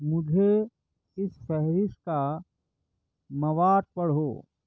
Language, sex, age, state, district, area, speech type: Urdu, male, 30-45, Telangana, Hyderabad, urban, read